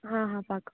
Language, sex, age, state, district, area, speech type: Gujarati, female, 18-30, Gujarat, Narmada, urban, conversation